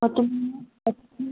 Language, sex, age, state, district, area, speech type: Marathi, female, 18-30, Maharashtra, Ahmednagar, rural, conversation